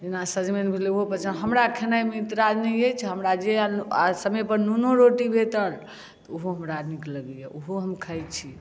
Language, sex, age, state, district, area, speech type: Maithili, female, 60+, Bihar, Madhubani, urban, spontaneous